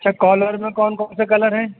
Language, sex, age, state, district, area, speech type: Urdu, male, 45-60, Uttar Pradesh, Rampur, urban, conversation